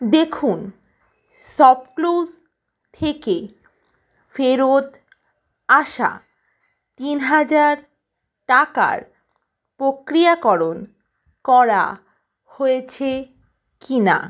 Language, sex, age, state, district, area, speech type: Bengali, female, 18-30, West Bengal, Malda, rural, read